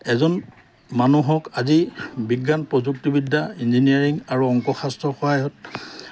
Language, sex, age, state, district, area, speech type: Assamese, male, 45-60, Assam, Lakhimpur, rural, spontaneous